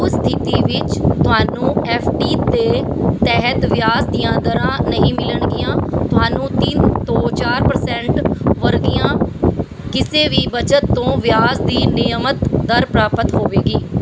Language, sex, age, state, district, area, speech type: Punjabi, female, 30-45, Punjab, Mansa, urban, read